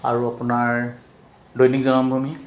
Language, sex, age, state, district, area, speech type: Assamese, male, 30-45, Assam, Jorhat, urban, spontaneous